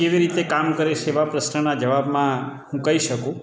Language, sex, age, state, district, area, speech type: Gujarati, male, 45-60, Gujarat, Amreli, rural, spontaneous